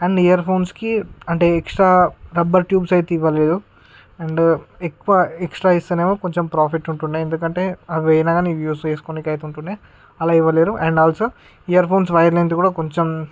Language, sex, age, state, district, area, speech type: Telugu, male, 18-30, Andhra Pradesh, Visakhapatnam, urban, spontaneous